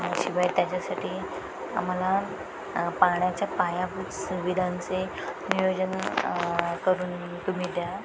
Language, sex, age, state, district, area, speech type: Marathi, female, 30-45, Maharashtra, Ratnagiri, rural, spontaneous